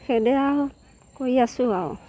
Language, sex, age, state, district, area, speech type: Assamese, female, 30-45, Assam, Golaghat, rural, spontaneous